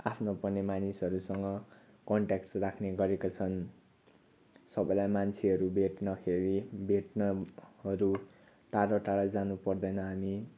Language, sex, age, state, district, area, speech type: Nepali, male, 45-60, West Bengal, Darjeeling, rural, spontaneous